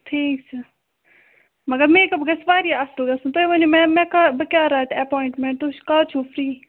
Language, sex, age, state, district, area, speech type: Kashmiri, female, 30-45, Jammu and Kashmir, Budgam, rural, conversation